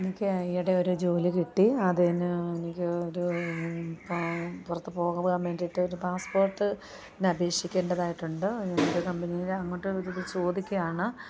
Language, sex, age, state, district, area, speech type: Malayalam, female, 30-45, Kerala, Alappuzha, rural, spontaneous